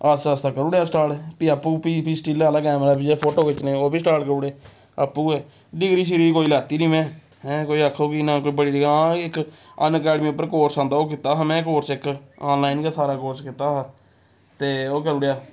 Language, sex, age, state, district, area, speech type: Dogri, male, 18-30, Jammu and Kashmir, Samba, rural, spontaneous